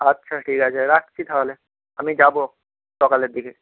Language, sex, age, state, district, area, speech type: Bengali, male, 18-30, West Bengal, Nadia, urban, conversation